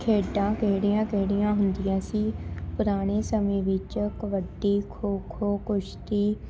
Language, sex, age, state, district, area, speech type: Punjabi, female, 18-30, Punjab, Shaheed Bhagat Singh Nagar, rural, spontaneous